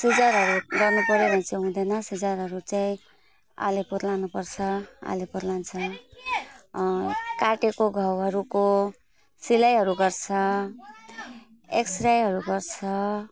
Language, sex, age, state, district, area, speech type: Nepali, female, 45-60, West Bengal, Alipurduar, urban, spontaneous